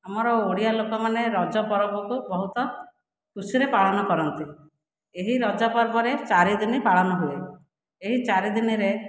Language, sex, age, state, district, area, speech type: Odia, female, 45-60, Odisha, Khordha, rural, spontaneous